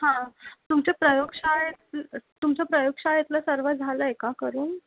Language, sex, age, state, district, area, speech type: Marathi, female, 18-30, Maharashtra, Mumbai Suburban, urban, conversation